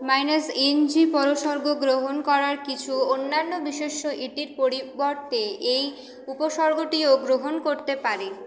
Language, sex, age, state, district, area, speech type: Bengali, female, 18-30, West Bengal, Purba Bardhaman, urban, read